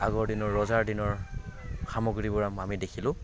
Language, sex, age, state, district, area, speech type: Assamese, male, 18-30, Assam, Kamrup Metropolitan, rural, spontaneous